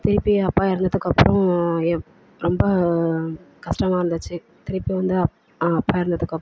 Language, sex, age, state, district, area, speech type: Tamil, female, 45-60, Tamil Nadu, Perambalur, rural, spontaneous